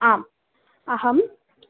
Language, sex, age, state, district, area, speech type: Sanskrit, female, 18-30, Kerala, Thrissur, urban, conversation